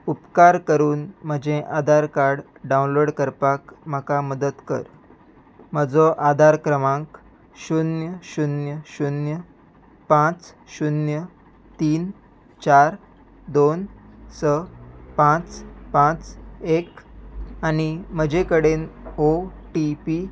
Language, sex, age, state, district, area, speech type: Goan Konkani, male, 18-30, Goa, Salcete, rural, read